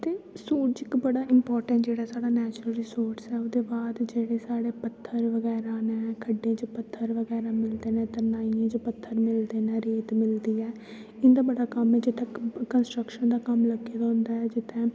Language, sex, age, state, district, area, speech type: Dogri, female, 18-30, Jammu and Kashmir, Kathua, rural, spontaneous